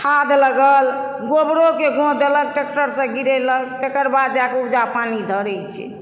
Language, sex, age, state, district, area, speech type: Maithili, female, 60+, Bihar, Supaul, rural, spontaneous